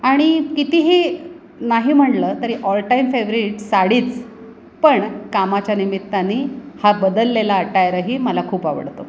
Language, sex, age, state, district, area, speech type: Marathi, female, 45-60, Maharashtra, Pune, urban, spontaneous